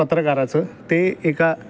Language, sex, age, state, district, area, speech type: Marathi, male, 18-30, Maharashtra, Aurangabad, urban, spontaneous